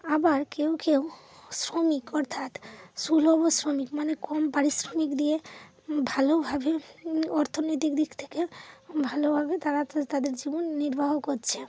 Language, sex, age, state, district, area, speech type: Bengali, female, 30-45, West Bengal, Hooghly, urban, spontaneous